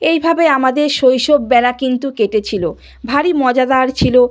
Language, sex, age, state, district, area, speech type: Bengali, female, 45-60, West Bengal, Purba Medinipur, rural, spontaneous